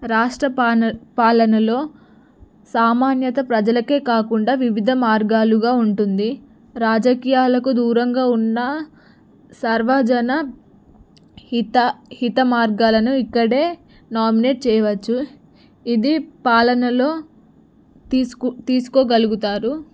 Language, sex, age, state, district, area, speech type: Telugu, female, 18-30, Telangana, Narayanpet, rural, spontaneous